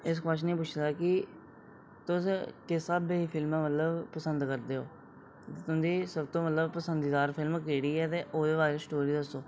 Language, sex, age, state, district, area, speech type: Dogri, male, 18-30, Jammu and Kashmir, Reasi, rural, spontaneous